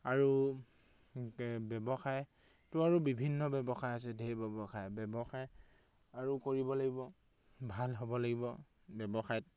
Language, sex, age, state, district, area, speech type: Assamese, male, 18-30, Assam, Sivasagar, rural, spontaneous